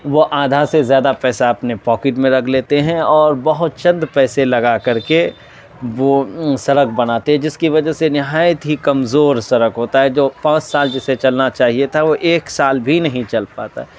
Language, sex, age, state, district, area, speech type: Urdu, male, 18-30, Delhi, South Delhi, urban, spontaneous